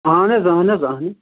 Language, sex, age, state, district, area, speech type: Kashmiri, male, 45-60, Jammu and Kashmir, Ganderbal, rural, conversation